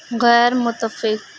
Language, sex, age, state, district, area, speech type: Urdu, female, 18-30, Uttar Pradesh, Gautam Buddha Nagar, urban, read